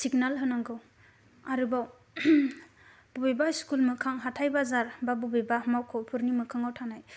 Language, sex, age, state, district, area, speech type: Bodo, female, 18-30, Assam, Kokrajhar, rural, spontaneous